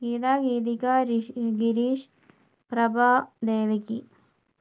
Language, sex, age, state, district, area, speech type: Malayalam, female, 30-45, Kerala, Kozhikode, urban, spontaneous